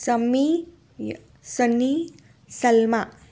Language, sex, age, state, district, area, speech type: Marathi, female, 18-30, Maharashtra, Ahmednagar, rural, spontaneous